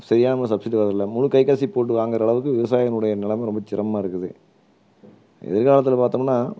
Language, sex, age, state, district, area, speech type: Tamil, male, 45-60, Tamil Nadu, Erode, urban, spontaneous